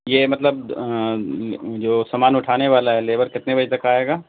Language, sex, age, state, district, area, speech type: Urdu, male, 45-60, Bihar, Khagaria, rural, conversation